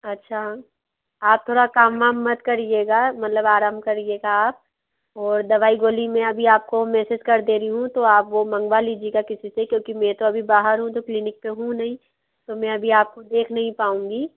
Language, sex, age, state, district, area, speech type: Hindi, female, 30-45, Madhya Pradesh, Bhopal, urban, conversation